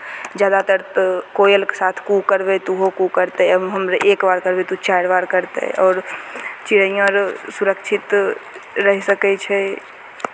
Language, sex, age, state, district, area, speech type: Maithili, female, 18-30, Bihar, Begusarai, urban, spontaneous